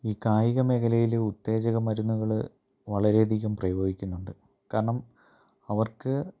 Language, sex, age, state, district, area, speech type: Malayalam, male, 30-45, Kerala, Pathanamthitta, rural, spontaneous